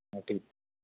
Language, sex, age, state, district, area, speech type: Marathi, male, 18-30, Maharashtra, Washim, urban, conversation